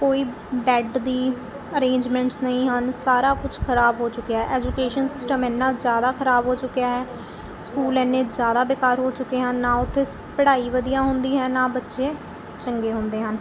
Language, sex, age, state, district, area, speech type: Punjabi, female, 18-30, Punjab, Mohali, urban, spontaneous